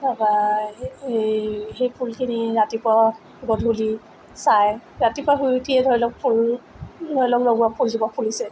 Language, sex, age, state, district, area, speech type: Assamese, female, 45-60, Assam, Tinsukia, rural, spontaneous